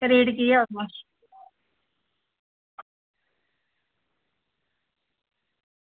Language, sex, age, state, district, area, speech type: Dogri, female, 18-30, Jammu and Kashmir, Samba, rural, conversation